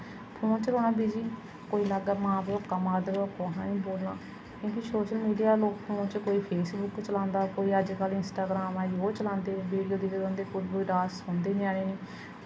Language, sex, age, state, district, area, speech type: Dogri, female, 30-45, Jammu and Kashmir, Samba, rural, spontaneous